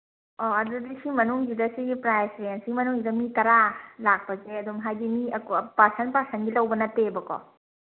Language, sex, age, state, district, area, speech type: Manipuri, female, 30-45, Manipur, Senapati, rural, conversation